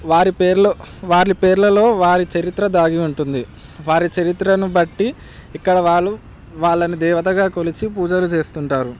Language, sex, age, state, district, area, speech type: Telugu, male, 18-30, Telangana, Hyderabad, urban, spontaneous